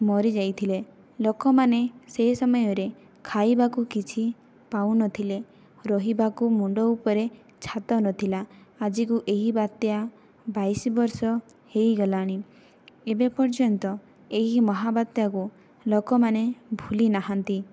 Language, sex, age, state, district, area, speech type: Odia, female, 18-30, Odisha, Kandhamal, rural, spontaneous